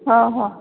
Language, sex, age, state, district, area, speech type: Odia, female, 45-60, Odisha, Sambalpur, rural, conversation